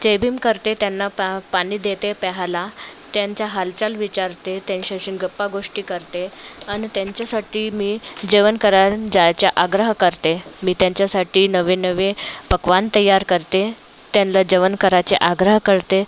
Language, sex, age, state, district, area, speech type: Marathi, female, 30-45, Maharashtra, Nagpur, urban, spontaneous